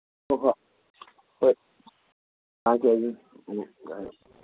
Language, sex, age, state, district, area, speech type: Manipuri, male, 60+, Manipur, Imphal East, rural, conversation